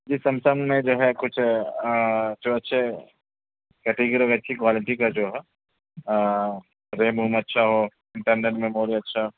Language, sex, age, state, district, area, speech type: Urdu, male, 30-45, Delhi, South Delhi, rural, conversation